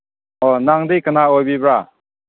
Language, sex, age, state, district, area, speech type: Manipuri, male, 18-30, Manipur, Kangpokpi, urban, conversation